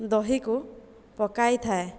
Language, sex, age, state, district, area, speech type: Odia, female, 30-45, Odisha, Jajpur, rural, spontaneous